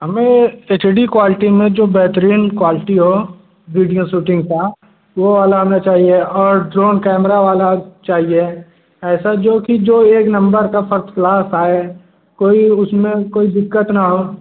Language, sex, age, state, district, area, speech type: Hindi, male, 30-45, Uttar Pradesh, Bhadohi, urban, conversation